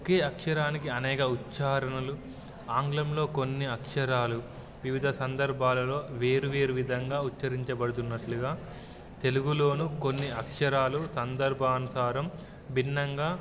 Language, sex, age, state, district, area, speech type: Telugu, male, 18-30, Telangana, Wanaparthy, urban, spontaneous